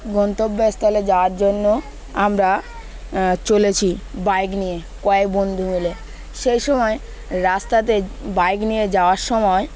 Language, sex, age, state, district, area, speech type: Bengali, male, 18-30, West Bengal, Dakshin Dinajpur, urban, spontaneous